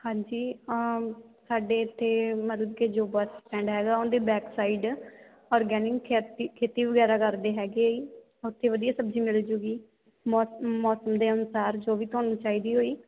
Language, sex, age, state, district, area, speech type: Punjabi, female, 18-30, Punjab, Muktsar, urban, conversation